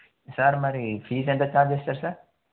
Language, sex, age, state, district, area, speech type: Telugu, male, 18-30, Telangana, Yadadri Bhuvanagiri, urban, conversation